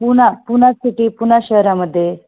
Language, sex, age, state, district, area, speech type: Marathi, female, 30-45, Maharashtra, Nagpur, urban, conversation